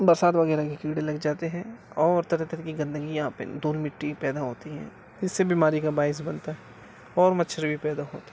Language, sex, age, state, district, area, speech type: Urdu, male, 18-30, Uttar Pradesh, Gautam Buddha Nagar, rural, spontaneous